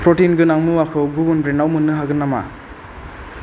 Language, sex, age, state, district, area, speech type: Bodo, male, 30-45, Assam, Kokrajhar, rural, read